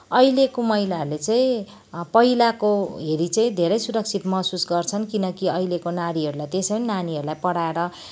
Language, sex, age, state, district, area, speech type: Nepali, female, 45-60, West Bengal, Kalimpong, rural, spontaneous